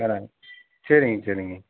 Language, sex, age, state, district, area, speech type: Tamil, male, 45-60, Tamil Nadu, Virudhunagar, rural, conversation